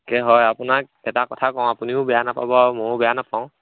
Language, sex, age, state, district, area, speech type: Assamese, male, 18-30, Assam, Majuli, urban, conversation